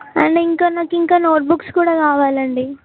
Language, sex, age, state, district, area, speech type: Telugu, female, 18-30, Telangana, Yadadri Bhuvanagiri, urban, conversation